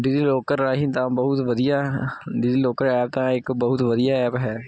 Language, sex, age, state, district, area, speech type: Punjabi, male, 18-30, Punjab, Gurdaspur, urban, spontaneous